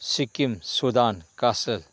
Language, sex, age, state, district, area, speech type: Manipuri, male, 60+, Manipur, Chandel, rural, spontaneous